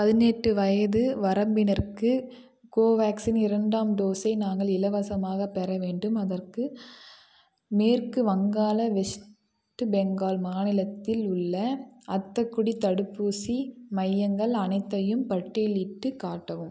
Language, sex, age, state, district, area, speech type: Tamil, female, 18-30, Tamil Nadu, Kallakurichi, urban, read